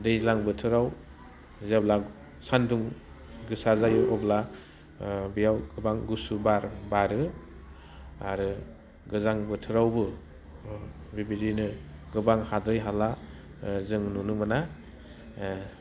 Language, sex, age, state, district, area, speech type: Bodo, male, 30-45, Assam, Udalguri, urban, spontaneous